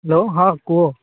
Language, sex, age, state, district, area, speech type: Odia, male, 18-30, Odisha, Malkangiri, urban, conversation